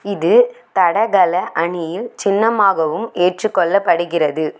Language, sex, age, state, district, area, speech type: Tamil, female, 18-30, Tamil Nadu, Vellore, urban, read